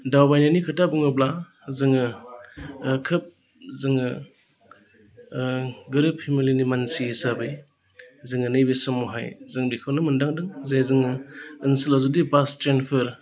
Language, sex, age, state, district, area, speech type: Bodo, male, 30-45, Assam, Udalguri, urban, spontaneous